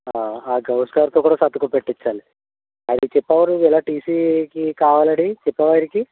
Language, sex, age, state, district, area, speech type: Telugu, male, 60+, Andhra Pradesh, Konaseema, rural, conversation